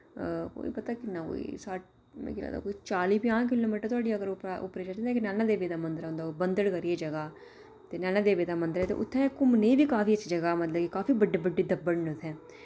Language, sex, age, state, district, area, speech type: Dogri, female, 30-45, Jammu and Kashmir, Udhampur, urban, spontaneous